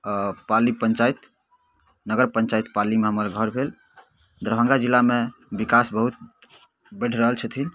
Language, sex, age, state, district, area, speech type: Maithili, male, 18-30, Bihar, Darbhanga, rural, spontaneous